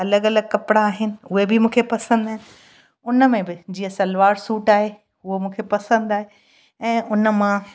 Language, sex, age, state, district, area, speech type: Sindhi, female, 45-60, Gujarat, Kutch, rural, spontaneous